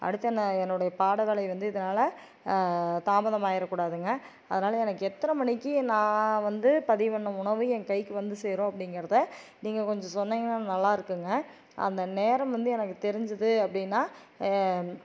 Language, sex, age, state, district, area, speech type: Tamil, female, 30-45, Tamil Nadu, Tiruppur, urban, spontaneous